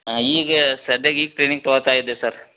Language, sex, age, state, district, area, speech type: Kannada, male, 30-45, Karnataka, Belgaum, rural, conversation